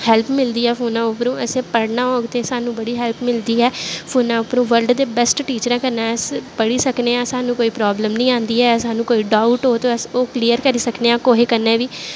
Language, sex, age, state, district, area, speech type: Dogri, female, 18-30, Jammu and Kashmir, Jammu, urban, spontaneous